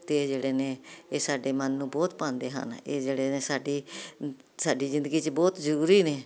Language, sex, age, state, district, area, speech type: Punjabi, female, 60+, Punjab, Jalandhar, urban, spontaneous